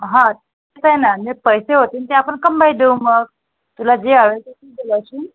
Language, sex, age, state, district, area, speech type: Marathi, female, 30-45, Maharashtra, Nagpur, urban, conversation